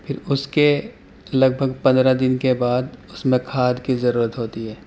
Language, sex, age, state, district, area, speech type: Urdu, male, 18-30, Delhi, Central Delhi, urban, spontaneous